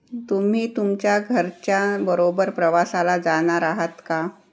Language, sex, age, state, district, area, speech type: Marathi, female, 60+, Maharashtra, Nagpur, urban, read